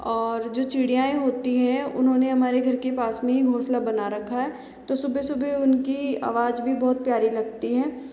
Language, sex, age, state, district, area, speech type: Hindi, female, 60+, Rajasthan, Jaipur, urban, spontaneous